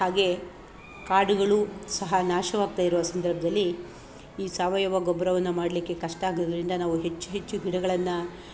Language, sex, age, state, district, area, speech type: Kannada, female, 45-60, Karnataka, Chikkamagaluru, rural, spontaneous